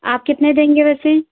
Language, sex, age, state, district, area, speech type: Hindi, female, 30-45, Uttar Pradesh, Hardoi, rural, conversation